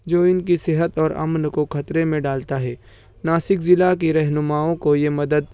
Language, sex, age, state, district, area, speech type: Urdu, male, 18-30, Maharashtra, Nashik, rural, spontaneous